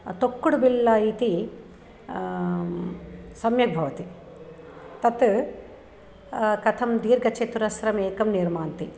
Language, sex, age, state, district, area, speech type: Sanskrit, female, 45-60, Telangana, Nirmal, urban, spontaneous